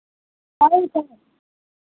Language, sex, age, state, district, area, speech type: Hindi, female, 60+, Uttar Pradesh, Sitapur, rural, conversation